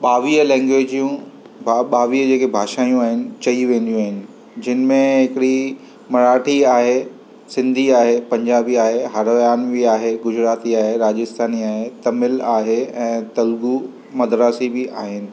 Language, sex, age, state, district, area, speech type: Sindhi, male, 45-60, Maharashtra, Mumbai Suburban, urban, spontaneous